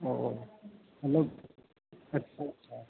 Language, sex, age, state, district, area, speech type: Hindi, male, 30-45, Bihar, Vaishali, urban, conversation